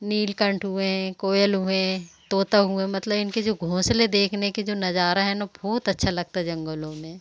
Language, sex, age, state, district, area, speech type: Hindi, female, 45-60, Madhya Pradesh, Seoni, urban, spontaneous